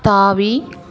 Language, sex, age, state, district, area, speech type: Tamil, female, 30-45, Tamil Nadu, Dharmapuri, urban, read